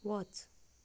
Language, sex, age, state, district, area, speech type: Goan Konkani, female, 45-60, Goa, Canacona, rural, read